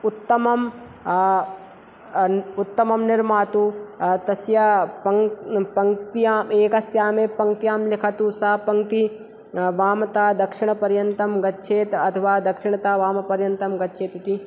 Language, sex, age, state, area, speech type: Sanskrit, male, 18-30, Madhya Pradesh, rural, spontaneous